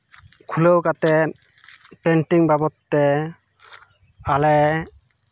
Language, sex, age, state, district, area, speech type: Santali, male, 30-45, West Bengal, Bankura, rural, spontaneous